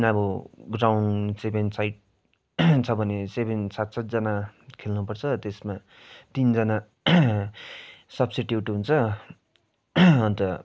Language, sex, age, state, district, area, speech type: Nepali, male, 18-30, West Bengal, Darjeeling, rural, spontaneous